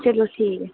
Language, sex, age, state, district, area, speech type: Dogri, female, 30-45, Jammu and Kashmir, Udhampur, urban, conversation